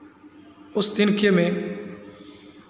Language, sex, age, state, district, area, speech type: Hindi, male, 45-60, Bihar, Begusarai, rural, spontaneous